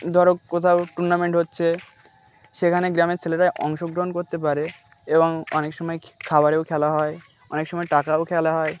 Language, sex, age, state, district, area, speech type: Bengali, male, 18-30, West Bengal, Birbhum, urban, spontaneous